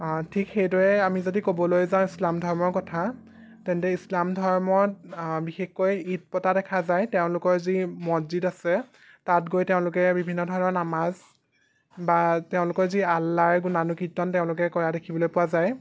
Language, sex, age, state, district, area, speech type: Assamese, male, 18-30, Assam, Jorhat, urban, spontaneous